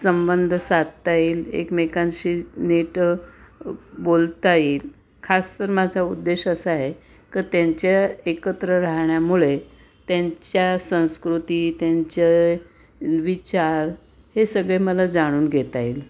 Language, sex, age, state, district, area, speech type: Marathi, female, 60+, Maharashtra, Pune, urban, spontaneous